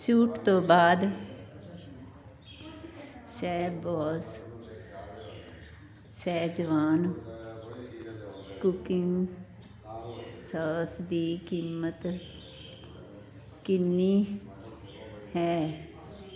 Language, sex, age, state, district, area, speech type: Punjabi, female, 60+, Punjab, Fazilka, rural, read